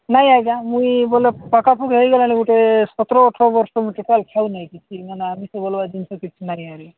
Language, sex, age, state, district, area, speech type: Odia, male, 45-60, Odisha, Nabarangpur, rural, conversation